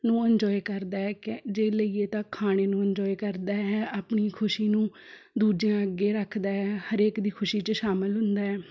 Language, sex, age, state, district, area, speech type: Punjabi, female, 18-30, Punjab, Shaheed Bhagat Singh Nagar, rural, spontaneous